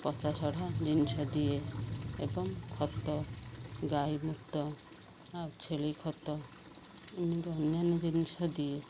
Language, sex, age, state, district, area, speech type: Odia, female, 45-60, Odisha, Ganjam, urban, spontaneous